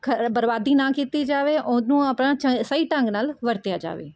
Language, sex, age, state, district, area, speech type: Punjabi, female, 30-45, Punjab, Mohali, urban, spontaneous